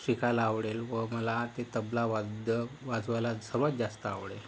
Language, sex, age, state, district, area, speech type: Marathi, male, 18-30, Maharashtra, Yavatmal, rural, spontaneous